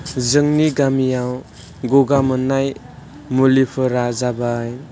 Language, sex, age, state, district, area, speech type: Bodo, male, 18-30, Assam, Chirang, rural, spontaneous